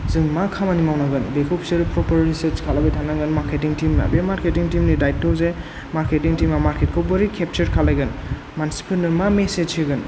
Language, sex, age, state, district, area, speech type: Bodo, male, 30-45, Assam, Kokrajhar, rural, spontaneous